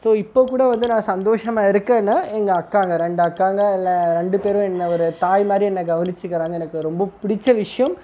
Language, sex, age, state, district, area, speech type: Tamil, male, 30-45, Tamil Nadu, Krishnagiri, rural, spontaneous